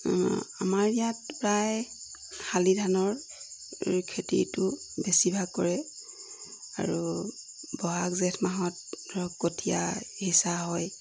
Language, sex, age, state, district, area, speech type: Assamese, female, 45-60, Assam, Jorhat, urban, spontaneous